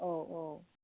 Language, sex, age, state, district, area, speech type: Bodo, female, 30-45, Assam, Chirang, rural, conversation